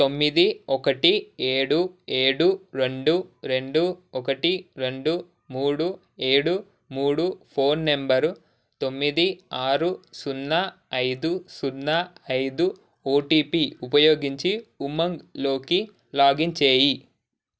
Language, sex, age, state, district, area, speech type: Telugu, male, 18-30, Telangana, Ranga Reddy, urban, read